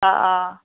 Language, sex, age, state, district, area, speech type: Assamese, female, 45-60, Assam, Nalbari, rural, conversation